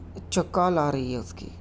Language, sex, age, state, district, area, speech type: Urdu, male, 30-45, Uttar Pradesh, Mau, urban, spontaneous